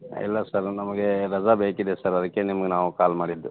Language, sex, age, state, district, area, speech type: Kannada, male, 30-45, Karnataka, Bagalkot, rural, conversation